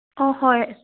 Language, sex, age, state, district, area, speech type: Assamese, female, 18-30, Assam, Charaideo, urban, conversation